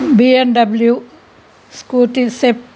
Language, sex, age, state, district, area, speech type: Telugu, female, 60+, Telangana, Hyderabad, urban, spontaneous